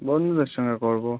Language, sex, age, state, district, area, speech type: Bengali, male, 18-30, West Bengal, Howrah, urban, conversation